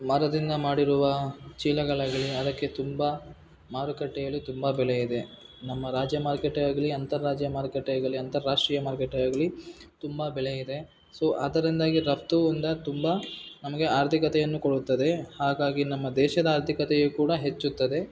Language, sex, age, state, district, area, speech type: Kannada, male, 18-30, Karnataka, Bangalore Rural, urban, spontaneous